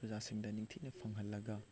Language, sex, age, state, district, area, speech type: Manipuri, male, 18-30, Manipur, Chandel, rural, spontaneous